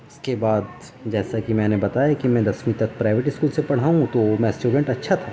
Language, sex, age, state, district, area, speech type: Urdu, male, 30-45, Delhi, South Delhi, rural, spontaneous